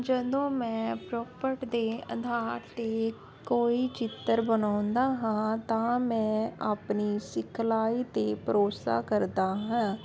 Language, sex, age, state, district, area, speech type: Punjabi, female, 30-45, Punjab, Jalandhar, urban, spontaneous